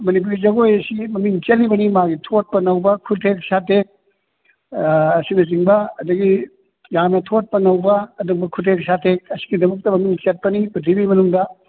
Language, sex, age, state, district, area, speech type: Manipuri, male, 60+, Manipur, Thoubal, rural, conversation